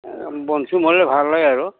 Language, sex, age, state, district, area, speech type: Assamese, male, 60+, Assam, Udalguri, rural, conversation